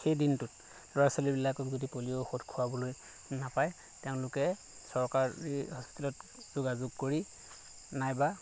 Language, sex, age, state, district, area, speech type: Assamese, male, 30-45, Assam, Lakhimpur, rural, spontaneous